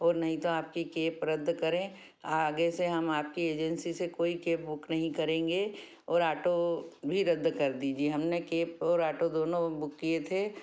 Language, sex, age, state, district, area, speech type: Hindi, female, 60+, Madhya Pradesh, Ujjain, urban, spontaneous